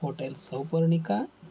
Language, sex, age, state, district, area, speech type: Kannada, male, 30-45, Karnataka, Shimoga, rural, spontaneous